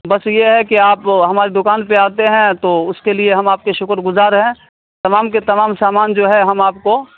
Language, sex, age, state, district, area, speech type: Urdu, male, 30-45, Bihar, Saharsa, urban, conversation